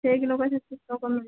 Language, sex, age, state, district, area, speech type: Hindi, female, 30-45, Uttar Pradesh, Sitapur, rural, conversation